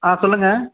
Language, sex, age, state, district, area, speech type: Tamil, male, 30-45, Tamil Nadu, Kallakurichi, rural, conversation